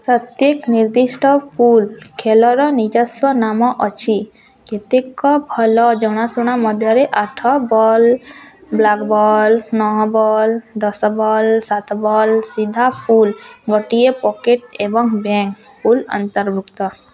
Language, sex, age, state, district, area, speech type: Odia, female, 18-30, Odisha, Bargarh, rural, read